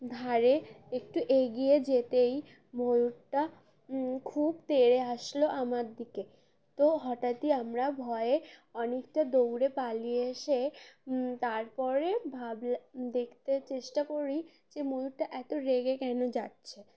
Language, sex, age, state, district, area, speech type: Bengali, female, 18-30, West Bengal, Uttar Dinajpur, urban, spontaneous